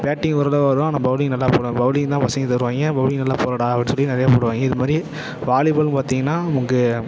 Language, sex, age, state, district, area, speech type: Tamil, male, 18-30, Tamil Nadu, Ariyalur, rural, spontaneous